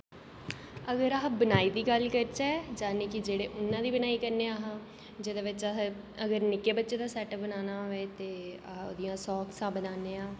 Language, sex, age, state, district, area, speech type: Dogri, female, 18-30, Jammu and Kashmir, Jammu, urban, spontaneous